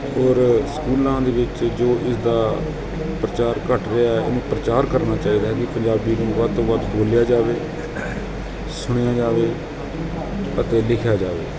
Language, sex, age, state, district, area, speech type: Punjabi, male, 30-45, Punjab, Gurdaspur, urban, spontaneous